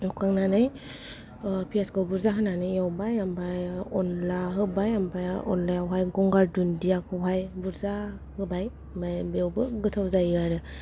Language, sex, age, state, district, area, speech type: Bodo, female, 45-60, Assam, Kokrajhar, urban, spontaneous